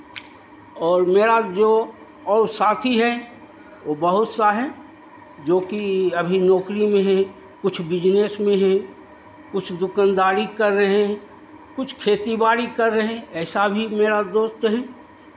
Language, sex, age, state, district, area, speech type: Hindi, male, 60+, Bihar, Begusarai, rural, spontaneous